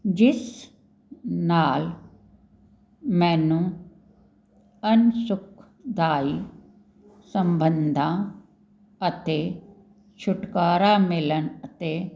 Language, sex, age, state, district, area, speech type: Punjabi, female, 60+, Punjab, Jalandhar, urban, spontaneous